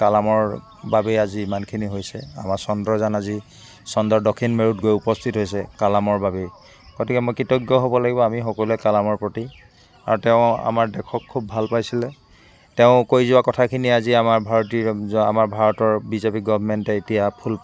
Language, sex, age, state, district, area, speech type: Assamese, male, 45-60, Assam, Dibrugarh, rural, spontaneous